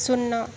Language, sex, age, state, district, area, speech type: Telugu, female, 18-30, Telangana, Medak, urban, read